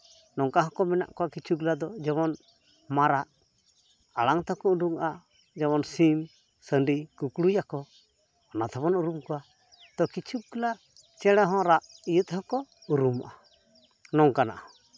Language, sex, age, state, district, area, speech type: Santali, male, 45-60, West Bengal, Purulia, rural, spontaneous